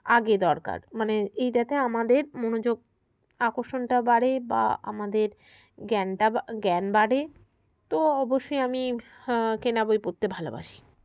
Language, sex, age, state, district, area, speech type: Bengali, female, 30-45, West Bengal, Birbhum, urban, spontaneous